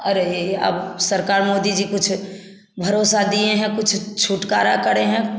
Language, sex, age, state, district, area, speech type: Hindi, female, 60+, Bihar, Samastipur, rural, spontaneous